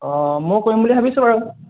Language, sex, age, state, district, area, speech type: Assamese, male, 18-30, Assam, Golaghat, urban, conversation